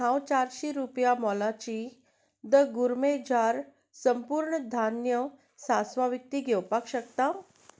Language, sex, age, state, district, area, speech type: Goan Konkani, female, 30-45, Goa, Canacona, urban, read